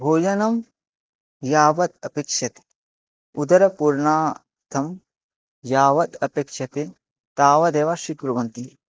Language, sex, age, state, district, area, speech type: Sanskrit, male, 18-30, Odisha, Bargarh, rural, spontaneous